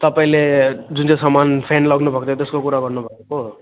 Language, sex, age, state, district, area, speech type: Nepali, male, 18-30, West Bengal, Jalpaiguri, rural, conversation